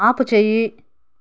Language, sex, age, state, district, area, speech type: Telugu, female, 30-45, Andhra Pradesh, Nellore, urban, read